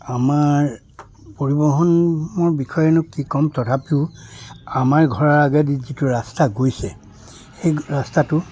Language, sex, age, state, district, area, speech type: Assamese, male, 60+, Assam, Dibrugarh, rural, spontaneous